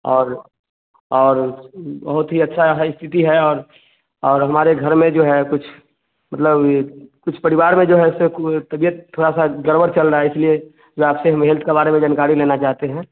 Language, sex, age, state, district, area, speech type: Hindi, male, 18-30, Bihar, Vaishali, rural, conversation